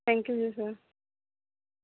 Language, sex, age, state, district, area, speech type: Punjabi, female, 18-30, Punjab, Barnala, rural, conversation